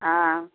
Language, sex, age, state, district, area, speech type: Tamil, female, 60+, Tamil Nadu, Viluppuram, rural, conversation